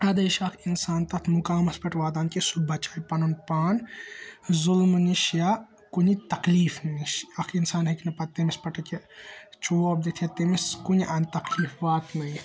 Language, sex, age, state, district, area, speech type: Kashmiri, male, 18-30, Jammu and Kashmir, Srinagar, urban, spontaneous